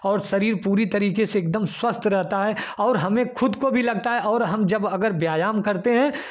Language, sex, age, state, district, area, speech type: Hindi, male, 30-45, Uttar Pradesh, Jaunpur, rural, spontaneous